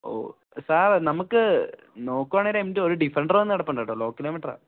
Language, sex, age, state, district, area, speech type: Malayalam, male, 18-30, Kerala, Kottayam, urban, conversation